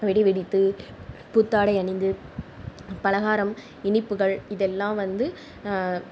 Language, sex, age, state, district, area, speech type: Tamil, female, 18-30, Tamil Nadu, Mayiladuthurai, urban, spontaneous